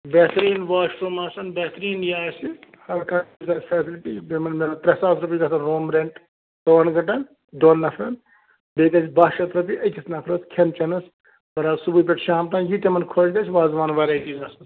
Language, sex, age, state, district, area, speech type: Kashmiri, male, 45-60, Jammu and Kashmir, Ganderbal, rural, conversation